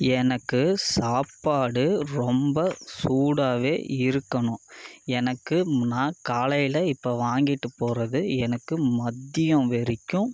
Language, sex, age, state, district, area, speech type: Tamil, male, 18-30, Tamil Nadu, Dharmapuri, rural, spontaneous